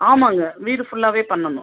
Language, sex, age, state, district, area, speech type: Tamil, female, 45-60, Tamil Nadu, Viluppuram, urban, conversation